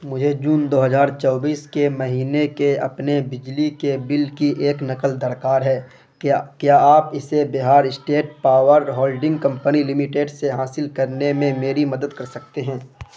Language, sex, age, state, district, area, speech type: Urdu, male, 18-30, Bihar, Khagaria, rural, read